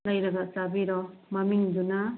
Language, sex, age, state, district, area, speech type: Manipuri, female, 45-60, Manipur, Tengnoupal, urban, conversation